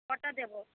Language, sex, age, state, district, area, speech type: Bengali, female, 18-30, West Bengal, Jhargram, rural, conversation